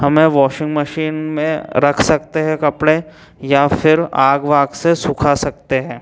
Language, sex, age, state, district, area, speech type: Hindi, male, 30-45, Madhya Pradesh, Betul, urban, spontaneous